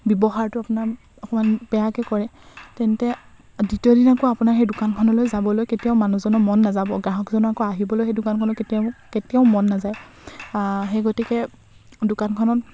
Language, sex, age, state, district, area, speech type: Assamese, female, 18-30, Assam, Charaideo, rural, spontaneous